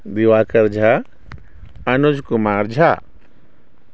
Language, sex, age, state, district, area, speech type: Maithili, male, 60+, Bihar, Sitamarhi, rural, spontaneous